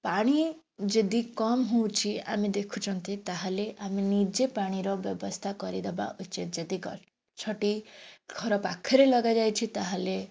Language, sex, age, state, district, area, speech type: Odia, female, 18-30, Odisha, Bhadrak, rural, spontaneous